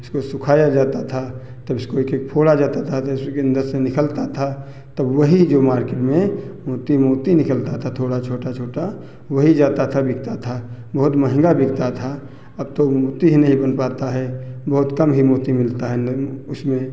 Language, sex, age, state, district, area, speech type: Hindi, male, 45-60, Uttar Pradesh, Hardoi, rural, spontaneous